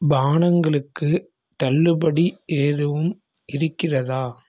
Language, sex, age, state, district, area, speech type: Tamil, male, 18-30, Tamil Nadu, Nagapattinam, rural, read